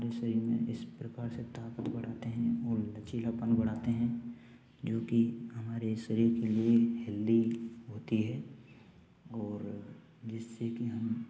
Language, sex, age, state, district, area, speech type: Hindi, male, 18-30, Rajasthan, Bharatpur, rural, spontaneous